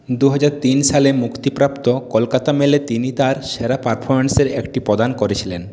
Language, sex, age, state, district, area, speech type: Bengali, male, 45-60, West Bengal, Purulia, urban, read